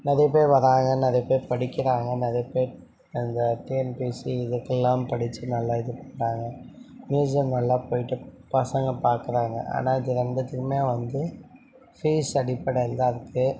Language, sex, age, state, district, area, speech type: Tamil, male, 45-60, Tamil Nadu, Mayiladuthurai, urban, spontaneous